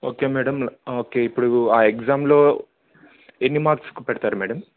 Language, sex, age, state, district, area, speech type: Telugu, male, 18-30, Andhra Pradesh, Annamaya, rural, conversation